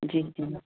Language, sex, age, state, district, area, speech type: Sindhi, female, 60+, Rajasthan, Ajmer, urban, conversation